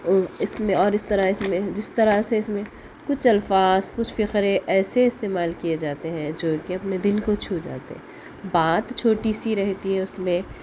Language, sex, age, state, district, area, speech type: Urdu, female, 30-45, Telangana, Hyderabad, urban, spontaneous